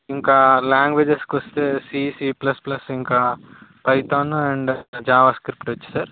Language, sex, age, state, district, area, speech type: Telugu, male, 18-30, Andhra Pradesh, Vizianagaram, rural, conversation